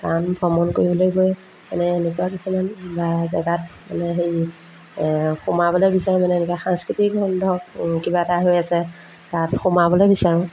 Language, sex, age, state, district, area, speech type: Assamese, female, 30-45, Assam, Majuli, urban, spontaneous